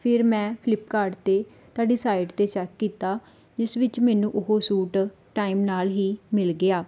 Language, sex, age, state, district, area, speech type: Punjabi, female, 18-30, Punjab, Tarn Taran, rural, spontaneous